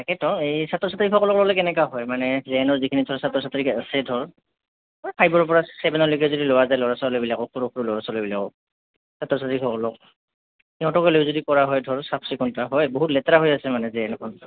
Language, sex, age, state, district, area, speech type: Assamese, male, 18-30, Assam, Goalpara, urban, conversation